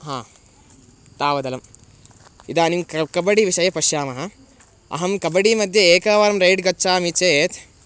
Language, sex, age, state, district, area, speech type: Sanskrit, male, 18-30, Karnataka, Bangalore Rural, urban, spontaneous